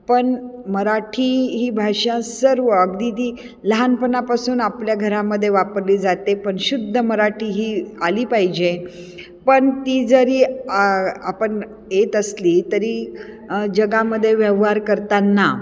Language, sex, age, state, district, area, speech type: Marathi, female, 45-60, Maharashtra, Nashik, urban, spontaneous